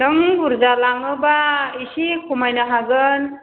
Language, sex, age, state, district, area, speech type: Bodo, female, 45-60, Assam, Chirang, rural, conversation